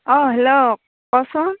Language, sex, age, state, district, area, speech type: Assamese, female, 30-45, Assam, Barpeta, rural, conversation